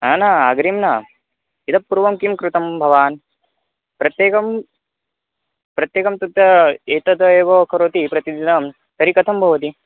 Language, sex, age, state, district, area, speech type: Sanskrit, male, 18-30, Maharashtra, Nashik, rural, conversation